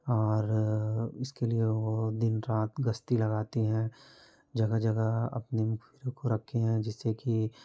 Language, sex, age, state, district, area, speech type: Hindi, male, 30-45, Madhya Pradesh, Betul, urban, spontaneous